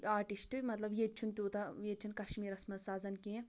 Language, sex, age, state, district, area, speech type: Kashmiri, female, 18-30, Jammu and Kashmir, Anantnag, rural, spontaneous